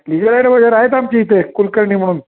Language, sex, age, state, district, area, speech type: Marathi, male, 60+, Maharashtra, Kolhapur, urban, conversation